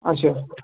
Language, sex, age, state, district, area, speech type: Kashmiri, male, 30-45, Jammu and Kashmir, Ganderbal, rural, conversation